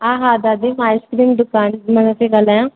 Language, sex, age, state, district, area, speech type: Sindhi, female, 18-30, Rajasthan, Ajmer, urban, conversation